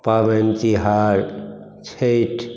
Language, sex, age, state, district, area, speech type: Maithili, male, 60+, Bihar, Madhubani, urban, spontaneous